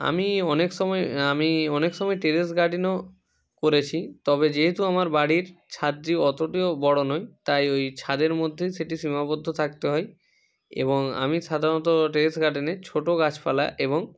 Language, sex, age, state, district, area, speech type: Bengali, male, 45-60, West Bengal, Nadia, rural, spontaneous